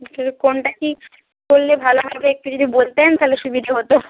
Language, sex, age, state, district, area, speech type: Bengali, female, 18-30, West Bengal, Hooghly, urban, conversation